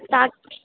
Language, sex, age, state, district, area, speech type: Sindhi, female, 18-30, Rajasthan, Ajmer, urban, conversation